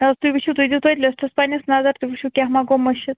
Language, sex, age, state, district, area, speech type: Kashmiri, female, 30-45, Jammu and Kashmir, Srinagar, urban, conversation